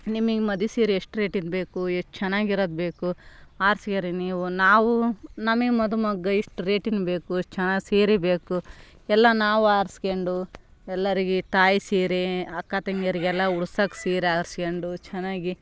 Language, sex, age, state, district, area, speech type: Kannada, female, 30-45, Karnataka, Vijayanagara, rural, spontaneous